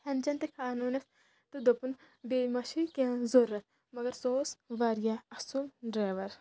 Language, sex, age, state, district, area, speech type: Kashmiri, female, 30-45, Jammu and Kashmir, Kulgam, rural, spontaneous